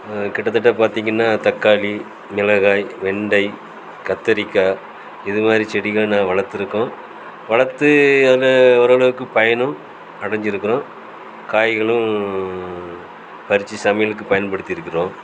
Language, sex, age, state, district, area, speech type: Tamil, male, 45-60, Tamil Nadu, Thoothukudi, rural, spontaneous